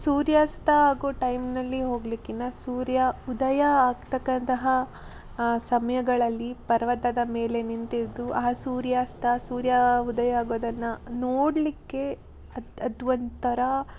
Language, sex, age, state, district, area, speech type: Kannada, female, 18-30, Karnataka, Tumkur, urban, spontaneous